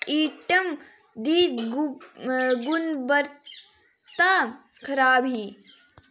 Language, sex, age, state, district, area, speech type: Dogri, female, 18-30, Jammu and Kashmir, Udhampur, urban, read